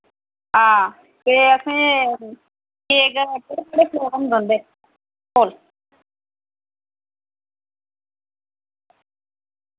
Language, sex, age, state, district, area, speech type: Dogri, female, 30-45, Jammu and Kashmir, Reasi, rural, conversation